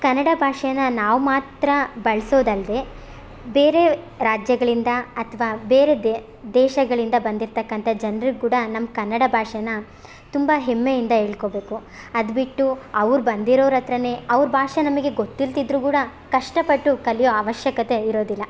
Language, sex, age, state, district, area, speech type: Kannada, female, 18-30, Karnataka, Chitradurga, rural, spontaneous